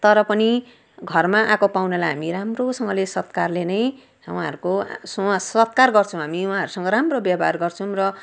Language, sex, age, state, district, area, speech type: Nepali, female, 45-60, West Bengal, Darjeeling, rural, spontaneous